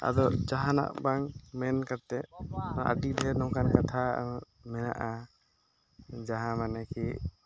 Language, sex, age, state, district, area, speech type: Santali, male, 18-30, Jharkhand, Seraikela Kharsawan, rural, spontaneous